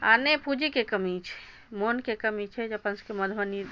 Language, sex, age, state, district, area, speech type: Maithili, female, 60+, Bihar, Madhubani, rural, spontaneous